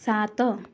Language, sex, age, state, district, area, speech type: Odia, female, 18-30, Odisha, Kandhamal, rural, read